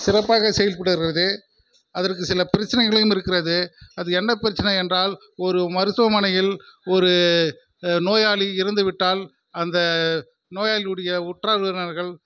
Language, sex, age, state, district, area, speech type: Tamil, male, 45-60, Tamil Nadu, Krishnagiri, rural, spontaneous